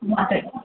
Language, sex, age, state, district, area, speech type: Kannada, female, 60+, Karnataka, Mysore, urban, conversation